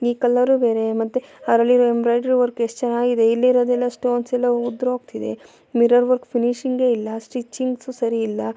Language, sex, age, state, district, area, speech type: Kannada, female, 30-45, Karnataka, Mandya, rural, spontaneous